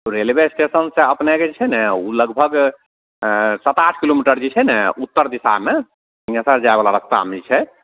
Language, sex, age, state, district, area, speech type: Maithili, male, 45-60, Bihar, Madhepura, urban, conversation